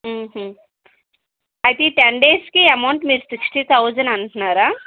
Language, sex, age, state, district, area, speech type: Telugu, female, 30-45, Andhra Pradesh, Vizianagaram, rural, conversation